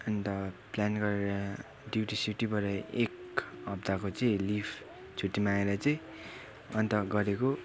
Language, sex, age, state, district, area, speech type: Nepali, male, 18-30, West Bengal, Darjeeling, rural, spontaneous